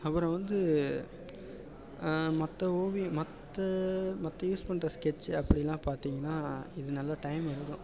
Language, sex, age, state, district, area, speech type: Tamil, male, 18-30, Tamil Nadu, Perambalur, urban, spontaneous